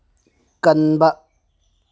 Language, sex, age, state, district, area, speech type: Manipuri, male, 60+, Manipur, Tengnoupal, rural, read